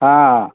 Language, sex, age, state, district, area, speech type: Sindhi, male, 30-45, Uttar Pradesh, Lucknow, urban, conversation